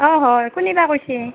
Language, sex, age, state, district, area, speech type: Assamese, female, 30-45, Assam, Nalbari, rural, conversation